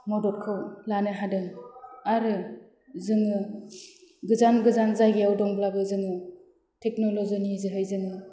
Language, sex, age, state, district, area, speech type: Bodo, female, 30-45, Assam, Chirang, rural, spontaneous